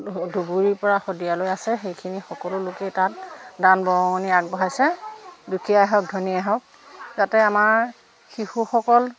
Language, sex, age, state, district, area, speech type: Assamese, female, 60+, Assam, Majuli, urban, spontaneous